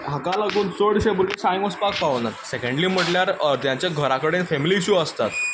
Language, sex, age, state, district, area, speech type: Goan Konkani, male, 18-30, Goa, Quepem, rural, spontaneous